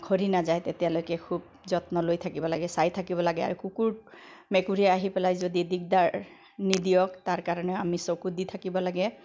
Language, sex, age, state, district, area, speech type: Assamese, female, 45-60, Assam, Biswanath, rural, spontaneous